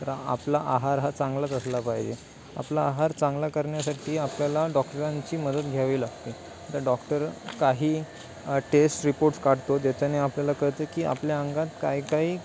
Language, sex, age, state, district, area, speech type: Marathi, male, 18-30, Maharashtra, Ratnagiri, rural, spontaneous